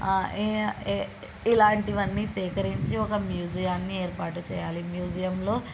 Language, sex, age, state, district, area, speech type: Telugu, female, 18-30, Andhra Pradesh, Krishna, urban, spontaneous